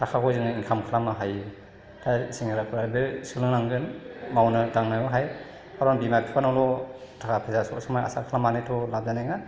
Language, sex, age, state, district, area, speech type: Bodo, male, 30-45, Assam, Chirang, rural, spontaneous